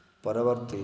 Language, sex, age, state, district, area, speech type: Odia, male, 45-60, Odisha, Kandhamal, rural, read